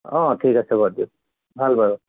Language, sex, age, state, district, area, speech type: Assamese, male, 30-45, Assam, Golaghat, urban, conversation